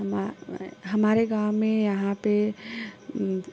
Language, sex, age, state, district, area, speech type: Hindi, female, 18-30, Uttar Pradesh, Chandauli, rural, spontaneous